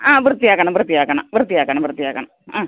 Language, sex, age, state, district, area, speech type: Malayalam, female, 60+, Kerala, Alappuzha, rural, conversation